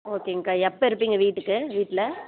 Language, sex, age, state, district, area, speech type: Tamil, female, 18-30, Tamil Nadu, Kallakurichi, rural, conversation